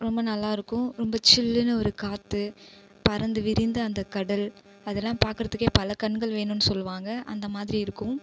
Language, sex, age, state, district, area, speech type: Tamil, female, 30-45, Tamil Nadu, Viluppuram, rural, spontaneous